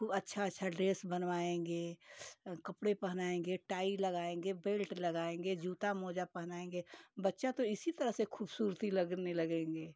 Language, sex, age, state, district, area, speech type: Hindi, female, 60+, Uttar Pradesh, Ghazipur, rural, spontaneous